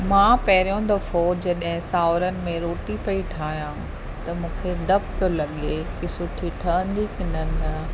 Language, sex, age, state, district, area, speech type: Sindhi, female, 45-60, Maharashtra, Mumbai Suburban, urban, spontaneous